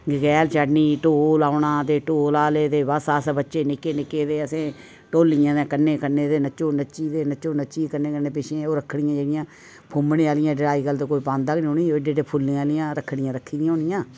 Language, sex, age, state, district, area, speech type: Dogri, female, 45-60, Jammu and Kashmir, Reasi, urban, spontaneous